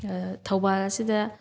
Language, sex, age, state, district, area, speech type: Manipuri, female, 18-30, Manipur, Thoubal, rural, spontaneous